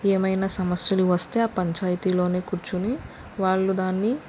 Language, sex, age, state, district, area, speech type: Telugu, female, 45-60, Andhra Pradesh, West Godavari, rural, spontaneous